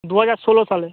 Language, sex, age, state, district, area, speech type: Bengali, male, 60+, West Bengal, Purba Medinipur, rural, conversation